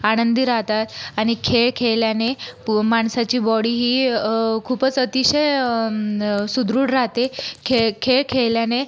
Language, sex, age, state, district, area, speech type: Marathi, female, 30-45, Maharashtra, Buldhana, rural, spontaneous